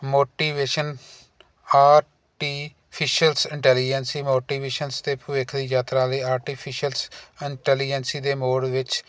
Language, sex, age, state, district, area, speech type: Punjabi, male, 45-60, Punjab, Jalandhar, urban, spontaneous